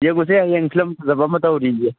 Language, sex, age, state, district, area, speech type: Manipuri, male, 30-45, Manipur, Thoubal, rural, conversation